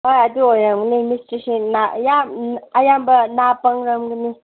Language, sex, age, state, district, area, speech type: Manipuri, female, 30-45, Manipur, Kangpokpi, urban, conversation